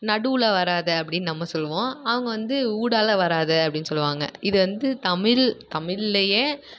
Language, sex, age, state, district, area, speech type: Tamil, female, 18-30, Tamil Nadu, Nagapattinam, rural, spontaneous